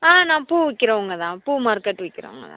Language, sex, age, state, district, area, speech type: Tamil, female, 60+, Tamil Nadu, Theni, rural, conversation